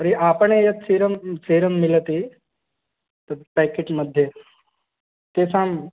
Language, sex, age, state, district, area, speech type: Sanskrit, male, 18-30, Bihar, East Champaran, urban, conversation